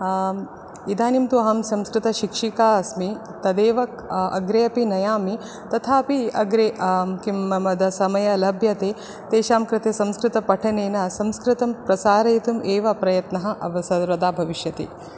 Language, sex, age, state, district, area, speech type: Sanskrit, female, 30-45, Karnataka, Dakshina Kannada, urban, spontaneous